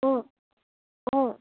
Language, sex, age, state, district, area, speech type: Assamese, female, 18-30, Assam, Morigaon, rural, conversation